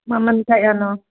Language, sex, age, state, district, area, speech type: Manipuri, female, 45-60, Manipur, Churachandpur, urban, conversation